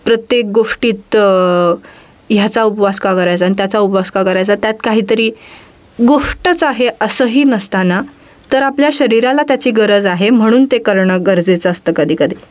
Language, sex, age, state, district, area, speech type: Marathi, female, 18-30, Maharashtra, Nashik, urban, spontaneous